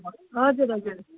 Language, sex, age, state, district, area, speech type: Nepali, female, 30-45, West Bengal, Darjeeling, rural, conversation